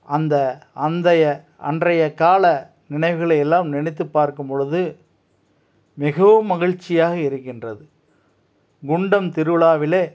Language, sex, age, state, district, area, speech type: Tamil, male, 45-60, Tamil Nadu, Tiruppur, rural, spontaneous